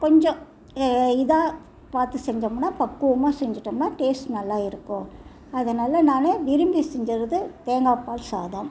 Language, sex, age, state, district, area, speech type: Tamil, female, 60+, Tamil Nadu, Salem, rural, spontaneous